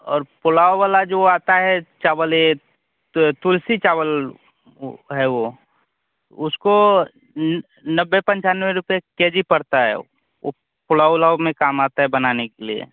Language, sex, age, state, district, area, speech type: Hindi, male, 30-45, Bihar, Vaishali, urban, conversation